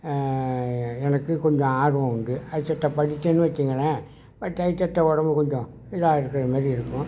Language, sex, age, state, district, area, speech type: Tamil, male, 60+, Tamil Nadu, Tiruvarur, rural, spontaneous